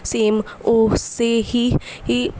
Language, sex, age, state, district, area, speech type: Punjabi, female, 18-30, Punjab, Bathinda, urban, spontaneous